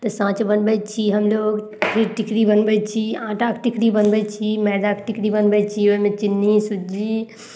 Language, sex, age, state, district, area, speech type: Maithili, female, 30-45, Bihar, Samastipur, urban, spontaneous